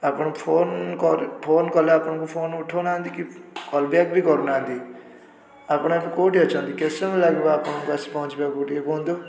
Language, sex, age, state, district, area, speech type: Odia, male, 18-30, Odisha, Puri, urban, spontaneous